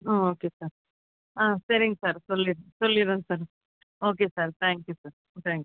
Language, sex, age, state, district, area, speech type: Tamil, female, 30-45, Tamil Nadu, Krishnagiri, rural, conversation